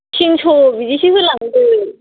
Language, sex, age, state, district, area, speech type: Bodo, female, 18-30, Assam, Kokrajhar, rural, conversation